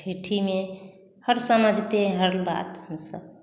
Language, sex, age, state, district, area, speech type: Hindi, female, 30-45, Bihar, Samastipur, rural, spontaneous